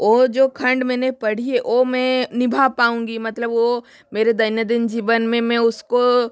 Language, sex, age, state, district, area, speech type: Hindi, female, 30-45, Rajasthan, Jodhpur, rural, spontaneous